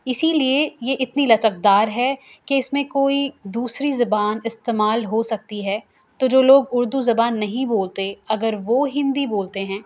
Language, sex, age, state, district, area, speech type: Urdu, female, 30-45, Delhi, South Delhi, urban, spontaneous